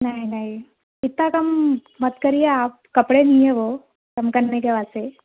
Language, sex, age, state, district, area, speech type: Urdu, female, 30-45, Telangana, Hyderabad, urban, conversation